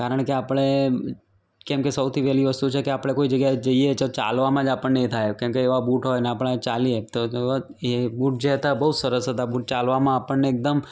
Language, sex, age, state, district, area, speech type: Gujarati, male, 30-45, Gujarat, Ahmedabad, urban, spontaneous